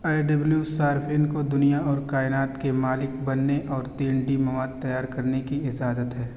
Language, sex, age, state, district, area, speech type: Urdu, male, 18-30, Uttar Pradesh, Siddharthnagar, rural, read